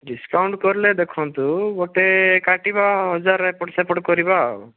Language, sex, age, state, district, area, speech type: Odia, male, 18-30, Odisha, Bhadrak, rural, conversation